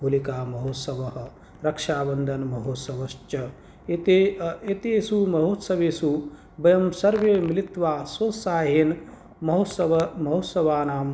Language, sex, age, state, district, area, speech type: Sanskrit, male, 45-60, Rajasthan, Bharatpur, urban, spontaneous